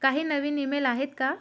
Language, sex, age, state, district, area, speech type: Marathi, female, 30-45, Maharashtra, Buldhana, rural, read